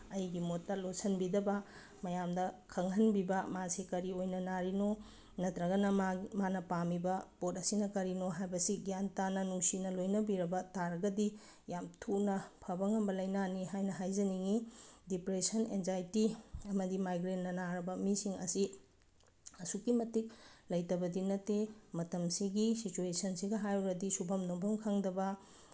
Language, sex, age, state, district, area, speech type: Manipuri, female, 30-45, Manipur, Bishnupur, rural, spontaneous